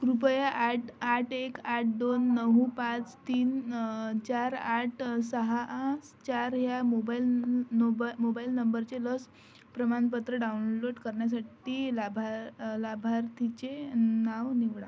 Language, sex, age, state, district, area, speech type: Marathi, female, 45-60, Maharashtra, Amravati, rural, read